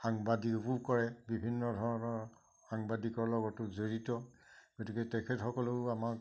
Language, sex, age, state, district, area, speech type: Assamese, male, 60+, Assam, Majuli, rural, spontaneous